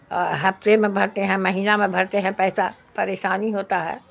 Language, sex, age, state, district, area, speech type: Urdu, female, 60+, Bihar, Khagaria, rural, spontaneous